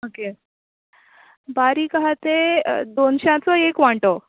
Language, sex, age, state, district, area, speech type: Goan Konkani, female, 18-30, Goa, Quepem, rural, conversation